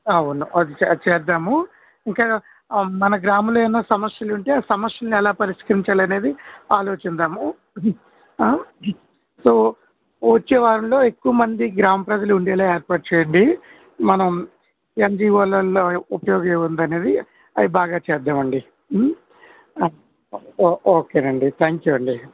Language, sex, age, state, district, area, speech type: Telugu, male, 45-60, Andhra Pradesh, Kurnool, urban, conversation